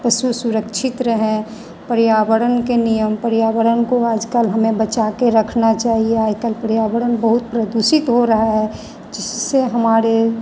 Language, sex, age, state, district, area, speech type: Hindi, female, 45-60, Bihar, Madhepura, rural, spontaneous